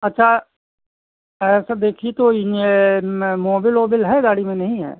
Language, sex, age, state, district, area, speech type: Hindi, male, 60+, Uttar Pradesh, Sitapur, rural, conversation